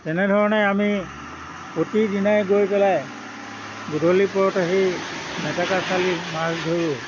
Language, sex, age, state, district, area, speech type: Assamese, male, 60+, Assam, Dhemaji, rural, spontaneous